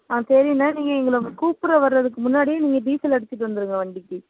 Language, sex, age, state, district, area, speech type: Tamil, female, 18-30, Tamil Nadu, Thoothukudi, urban, conversation